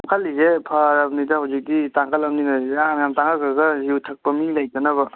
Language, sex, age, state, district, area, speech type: Manipuri, male, 30-45, Manipur, Kangpokpi, urban, conversation